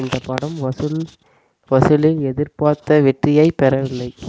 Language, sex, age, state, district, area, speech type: Tamil, male, 18-30, Tamil Nadu, Namakkal, rural, read